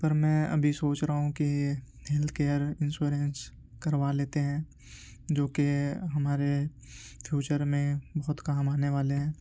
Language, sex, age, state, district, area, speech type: Urdu, male, 18-30, Uttar Pradesh, Ghaziabad, urban, spontaneous